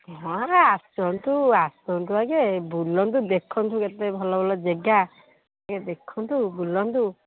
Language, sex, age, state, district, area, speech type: Odia, female, 18-30, Odisha, Kendujhar, urban, conversation